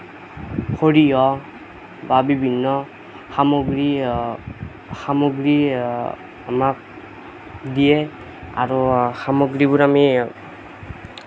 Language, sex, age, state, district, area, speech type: Assamese, male, 18-30, Assam, Nagaon, rural, spontaneous